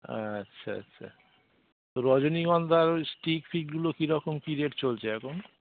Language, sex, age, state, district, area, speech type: Bengali, male, 45-60, West Bengal, Dakshin Dinajpur, rural, conversation